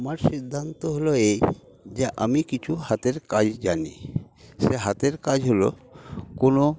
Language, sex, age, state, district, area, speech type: Bengali, male, 60+, West Bengal, Paschim Medinipur, rural, spontaneous